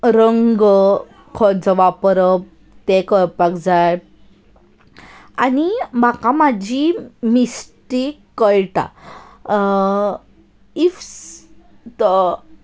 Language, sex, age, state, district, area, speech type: Goan Konkani, female, 18-30, Goa, Salcete, urban, spontaneous